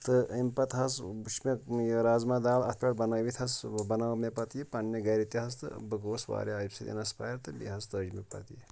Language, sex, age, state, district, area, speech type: Kashmiri, male, 30-45, Jammu and Kashmir, Shopian, rural, spontaneous